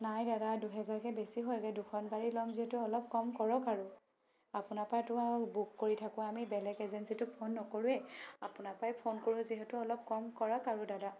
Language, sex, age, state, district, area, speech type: Assamese, female, 30-45, Assam, Sonitpur, rural, spontaneous